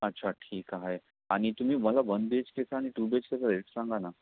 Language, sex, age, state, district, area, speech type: Marathi, male, 30-45, Maharashtra, Raigad, rural, conversation